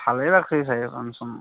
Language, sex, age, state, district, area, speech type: Assamese, male, 30-45, Assam, Barpeta, rural, conversation